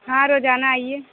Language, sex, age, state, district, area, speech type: Urdu, female, 18-30, Bihar, Gaya, rural, conversation